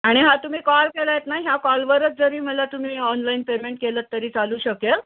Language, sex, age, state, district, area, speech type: Marathi, female, 45-60, Maharashtra, Nanded, rural, conversation